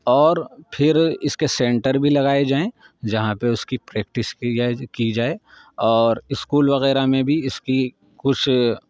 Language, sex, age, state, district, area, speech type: Urdu, male, 30-45, Uttar Pradesh, Saharanpur, urban, spontaneous